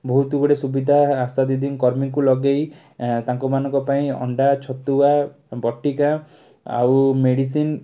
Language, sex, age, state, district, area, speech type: Odia, male, 18-30, Odisha, Cuttack, urban, spontaneous